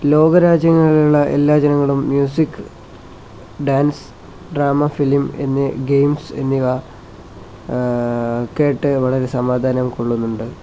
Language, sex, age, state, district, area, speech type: Malayalam, male, 18-30, Kerala, Kollam, rural, spontaneous